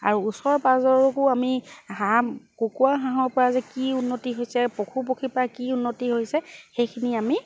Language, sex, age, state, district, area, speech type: Assamese, female, 45-60, Assam, Dibrugarh, rural, spontaneous